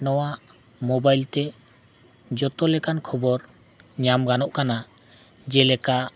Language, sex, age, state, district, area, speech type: Santali, male, 45-60, Jharkhand, Bokaro, rural, spontaneous